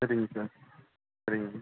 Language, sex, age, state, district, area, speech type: Tamil, male, 30-45, Tamil Nadu, Viluppuram, rural, conversation